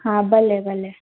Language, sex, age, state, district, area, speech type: Sindhi, female, 18-30, Gujarat, Surat, urban, conversation